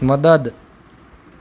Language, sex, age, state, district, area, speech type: Gujarati, male, 30-45, Gujarat, Ahmedabad, urban, read